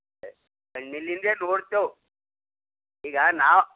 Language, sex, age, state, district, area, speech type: Kannada, male, 60+, Karnataka, Bidar, rural, conversation